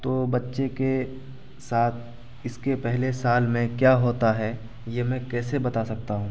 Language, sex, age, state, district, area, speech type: Urdu, male, 18-30, Bihar, Araria, rural, spontaneous